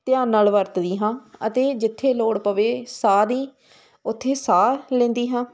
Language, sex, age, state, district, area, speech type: Punjabi, female, 30-45, Punjab, Hoshiarpur, rural, spontaneous